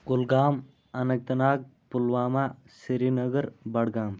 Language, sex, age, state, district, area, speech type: Kashmiri, male, 18-30, Jammu and Kashmir, Kulgam, rural, spontaneous